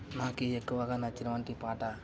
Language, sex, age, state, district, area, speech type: Telugu, male, 30-45, Andhra Pradesh, Kadapa, rural, spontaneous